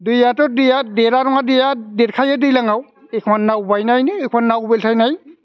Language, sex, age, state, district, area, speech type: Bodo, male, 45-60, Assam, Chirang, rural, spontaneous